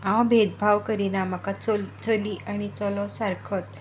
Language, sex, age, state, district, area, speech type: Goan Konkani, female, 45-60, Goa, Tiswadi, rural, spontaneous